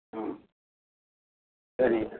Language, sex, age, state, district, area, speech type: Tamil, male, 45-60, Tamil Nadu, Perambalur, rural, conversation